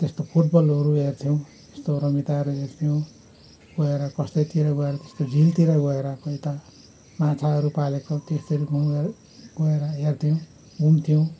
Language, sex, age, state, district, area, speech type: Nepali, male, 60+, West Bengal, Kalimpong, rural, spontaneous